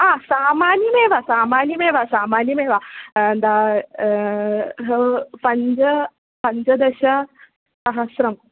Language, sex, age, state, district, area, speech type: Sanskrit, female, 18-30, Kerala, Thrissur, urban, conversation